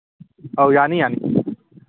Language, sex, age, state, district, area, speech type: Manipuri, male, 18-30, Manipur, Kangpokpi, urban, conversation